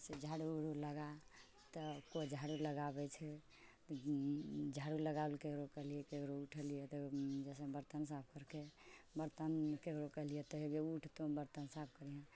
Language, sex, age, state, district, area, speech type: Maithili, female, 45-60, Bihar, Purnia, urban, spontaneous